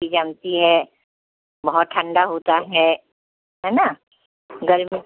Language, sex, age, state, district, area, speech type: Hindi, female, 60+, Madhya Pradesh, Jabalpur, urban, conversation